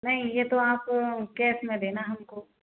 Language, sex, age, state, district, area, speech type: Hindi, female, 30-45, Rajasthan, Karauli, urban, conversation